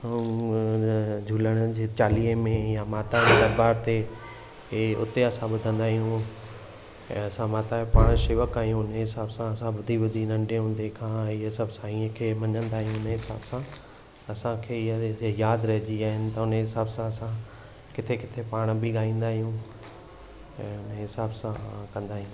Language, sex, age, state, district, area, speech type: Sindhi, male, 30-45, Gujarat, Kutch, urban, spontaneous